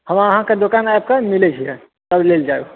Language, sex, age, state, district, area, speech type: Maithili, male, 30-45, Bihar, Purnia, urban, conversation